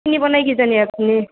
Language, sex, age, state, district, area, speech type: Assamese, female, 18-30, Assam, Nalbari, rural, conversation